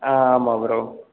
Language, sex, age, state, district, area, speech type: Tamil, male, 18-30, Tamil Nadu, Perambalur, rural, conversation